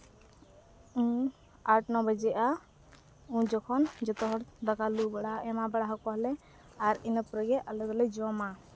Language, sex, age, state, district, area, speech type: Santali, female, 30-45, Jharkhand, East Singhbhum, rural, spontaneous